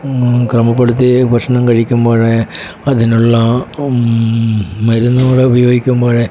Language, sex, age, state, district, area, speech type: Malayalam, male, 60+, Kerala, Pathanamthitta, rural, spontaneous